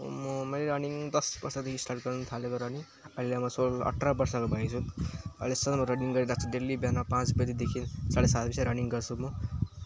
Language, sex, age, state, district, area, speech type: Nepali, male, 18-30, West Bengal, Alipurduar, urban, spontaneous